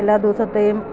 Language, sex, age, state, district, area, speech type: Malayalam, female, 45-60, Kerala, Kottayam, rural, spontaneous